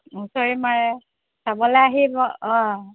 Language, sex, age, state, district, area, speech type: Assamese, female, 45-60, Assam, Golaghat, urban, conversation